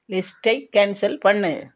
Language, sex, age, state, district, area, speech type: Tamil, female, 60+, Tamil Nadu, Thoothukudi, rural, read